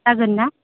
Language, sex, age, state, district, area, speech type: Bodo, female, 30-45, Assam, Kokrajhar, rural, conversation